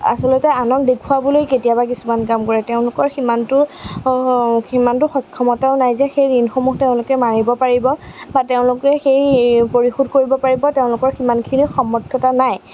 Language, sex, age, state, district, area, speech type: Assamese, female, 45-60, Assam, Darrang, rural, spontaneous